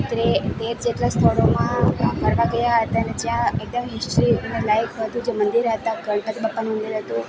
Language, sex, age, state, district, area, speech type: Gujarati, female, 18-30, Gujarat, Valsad, rural, spontaneous